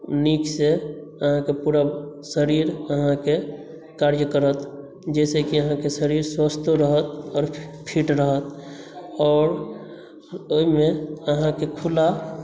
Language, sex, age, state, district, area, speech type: Maithili, male, 18-30, Bihar, Madhubani, rural, spontaneous